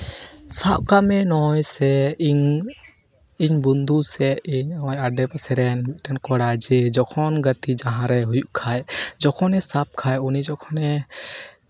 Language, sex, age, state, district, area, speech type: Santali, male, 18-30, West Bengal, Uttar Dinajpur, rural, spontaneous